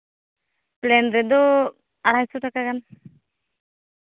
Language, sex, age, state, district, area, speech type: Santali, female, 18-30, Jharkhand, Seraikela Kharsawan, rural, conversation